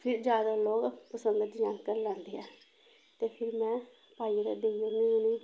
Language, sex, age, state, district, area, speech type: Dogri, female, 30-45, Jammu and Kashmir, Samba, urban, spontaneous